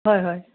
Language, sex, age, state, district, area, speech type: Assamese, female, 18-30, Assam, Charaideo, urban, conversation